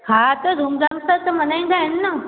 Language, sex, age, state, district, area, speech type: Sindhi, female, 18-30, Gujarat, Junagadh, urban, conversation